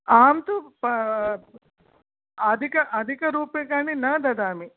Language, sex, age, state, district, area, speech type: Sanskrit, female, 45-60, Andhra Pradesh, Krishna, urban, conversation